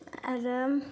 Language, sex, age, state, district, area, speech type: Bodo, female, 18-30, Assam, Kokrajhar, rural, spontaneous